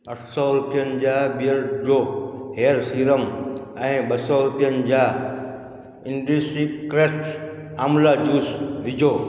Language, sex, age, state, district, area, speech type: Sindhi, male, 45-60, Gujarat, Junagadh, urban, read